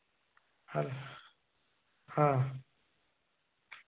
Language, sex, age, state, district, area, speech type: Hindi, male, 45-60, Uttar Pradesh, Chandauli, urban, conversation